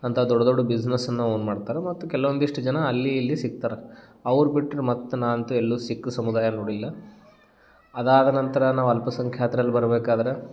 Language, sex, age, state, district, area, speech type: Kannada, male, 30-45, Karnataka, Gulbarga, urban, spontaneous